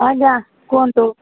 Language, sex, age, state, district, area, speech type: Odia, female, 45-60, Odisha, Sundergarh, urban, conversation